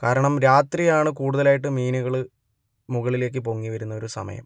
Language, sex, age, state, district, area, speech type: Malayalam, male, 18-30, Kerala, Kozhikode, urban, spontaneous